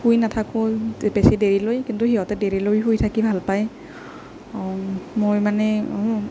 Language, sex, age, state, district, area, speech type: Assamese, female, 18-30, Assam, Nagaon, rural, spontaneous